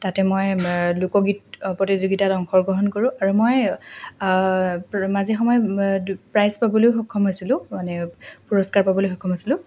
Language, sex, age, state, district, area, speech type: Assamese, female, 18-30, Assam, Lakhimpur, rural, spontaneous